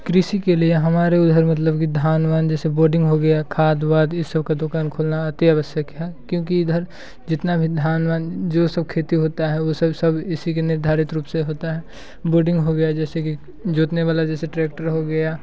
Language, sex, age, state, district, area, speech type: Hindi, male, 18-30, Bihar, Muzaffarpur, rural, spontaneous